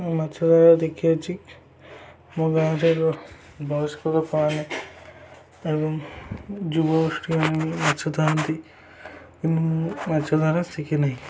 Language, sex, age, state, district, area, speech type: Odia, male, 18-30, Odisha, Jagatsinghpur, rural, spontaneous